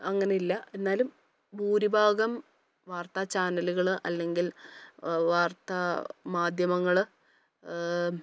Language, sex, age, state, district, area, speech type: Malayalam, female, 18-30, Kerala, Idukki, rural, spontaneous